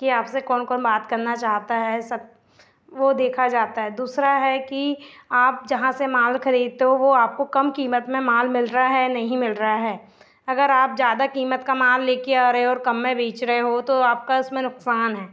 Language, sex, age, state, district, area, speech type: Hindi, female, 18-30, Madhya Pradesh, Chhindwara, urban, spontaneous